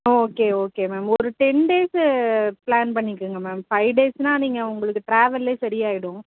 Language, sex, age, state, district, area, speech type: Tamil, female, 45-60, Tamil Nadu, Mayiladuthurai, rural, conversation